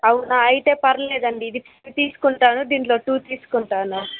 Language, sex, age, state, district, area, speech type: Telugu, female, 45-60, Andhra Pradesh, Chittoor, rural, conversation